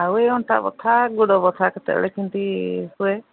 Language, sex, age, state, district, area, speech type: Odia, female, 45-60, Odisha, Angul, rural, conversation